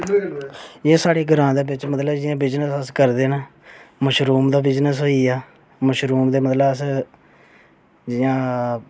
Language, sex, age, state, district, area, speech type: Dogri, male, 18-30, Jammu and Kashmir, Reasi, rural, spontaneous